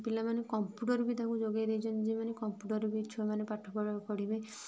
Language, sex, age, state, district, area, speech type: Odia, female, 45-60, Odisha, Kendujhar, urban, spontaneous